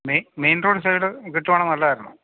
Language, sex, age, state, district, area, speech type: Malayalam, male, 60+, Kerala, Idukki, rural, conversation